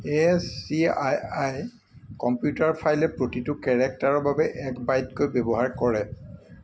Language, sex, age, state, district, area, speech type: Assamese, male, 45-60, Assam, Golaghat, urban, read